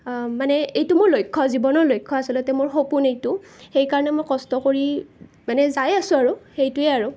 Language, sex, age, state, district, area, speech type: Assamese, female, 18-30, Assam, Nalbari, rural, spontaneous